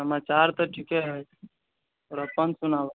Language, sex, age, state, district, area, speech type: Maithili, male, 18-30, Bihar, Purnia, rural, conversation